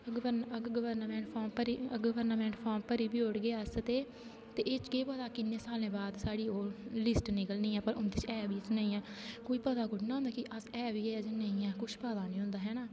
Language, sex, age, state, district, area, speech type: Dogri, female, 18-30, Jammu and Kashmir, Kathua, rural, spontaneous